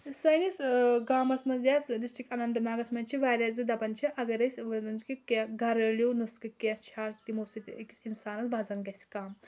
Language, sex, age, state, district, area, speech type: Kashmiri, female, 30-45, Jammu and Kashmir, Anantnag, rural, spontaneous